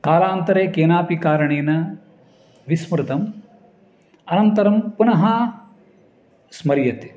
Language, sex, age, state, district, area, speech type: Sanskrit, male, 45-60, Karnataka, Uttara Kannada, urban, spontaneous